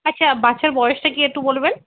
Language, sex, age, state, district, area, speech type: Bengali, female, 30-45, West Bengal, Darjeeling, rural, conversation